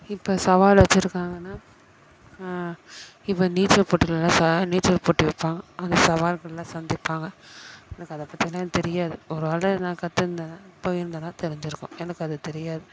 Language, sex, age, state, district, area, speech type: Tamil, female, 30-45, Tamil Nadu, Chennai, urban, spontaneous